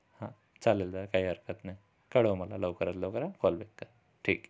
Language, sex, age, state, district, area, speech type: Marathi, male, 30-45, Maharashtra, Amravati, rural, spontaneous